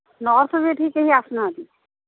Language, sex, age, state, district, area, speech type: Odia, female, 45-60, Odisha, Angul, rural, conversation